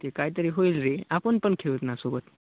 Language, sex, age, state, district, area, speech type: Marathi, male, 18-30, Maharashtra, Nanded, rural, conversation